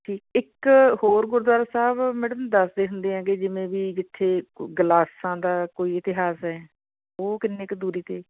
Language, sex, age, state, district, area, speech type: Punjabi, female, 45-60, Punjab, Fatehgarh Sahib, urban, conversation